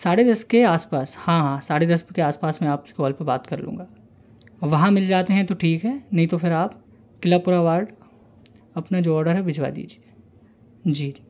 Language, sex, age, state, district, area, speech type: Hindi, male, 18-30, Madhya Pradesh, Hoshangabad, rural, spontaneous